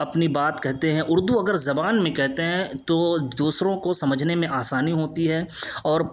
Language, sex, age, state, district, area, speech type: Urdu, male, 18-30, Uttar Pradesh, Siddharthnagar, rural, spontaneous